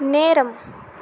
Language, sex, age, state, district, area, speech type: Tamil, female, 18-30, Tamil Nadu, Tiruvannamalai, urban, read